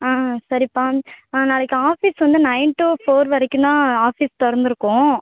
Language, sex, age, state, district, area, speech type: Tamil, female, 30-45, Tamil Nadu, Ariyalur, rural, conversation